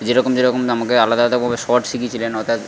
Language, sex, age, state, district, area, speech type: Bengali, male, 45-60, West Bengal, Purba Bardhaman, rural, spontaneous